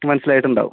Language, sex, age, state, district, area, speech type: Malayalam, male, 30-45, Kerala, Kannur, rural, conversation